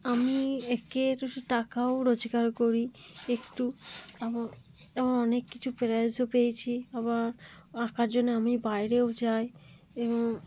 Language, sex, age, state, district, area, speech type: Bengali, female, 30-45, West Bengal, Cooch Behar, urban, spontaneous